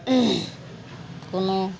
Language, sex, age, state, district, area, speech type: Assamese, male, 60+, Assam, Majuli, urban, spontaneous